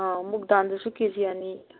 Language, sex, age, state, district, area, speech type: Manipuri, female, 60+, Manipur, Kangpokpi, urban, conversation